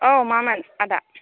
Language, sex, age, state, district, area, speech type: Bodo, female, 30-45, Assam, Kokrajhar, urban, conversation